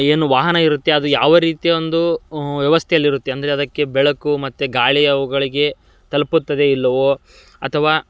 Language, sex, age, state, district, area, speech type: Kannada, male, 30-45, Karnataka, Dharwad, rural, spontaneous